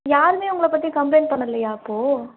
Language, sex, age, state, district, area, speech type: Tamil, female, 18-30, Tamil Nadu, Chennai, urban, conversation